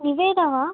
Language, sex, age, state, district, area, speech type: Tamil, male, 18-30, Tamil Nadu, Tiruchirappalli, rural, conversation